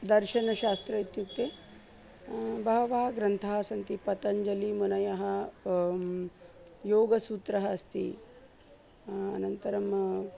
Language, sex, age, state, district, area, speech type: Sanskrit, female, 30-45, Maharashtra, Nagpur, urban, spontaneous